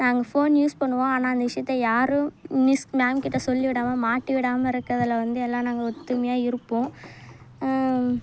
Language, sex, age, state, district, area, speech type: Tamil, female, 18-30, Tamil Nadu, Kallakurichi, rural, spontaneous